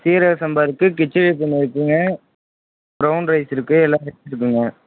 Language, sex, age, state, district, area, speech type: Tamil, male, 18-30, Tamil Nadu, Tiruvarur, urban, conversation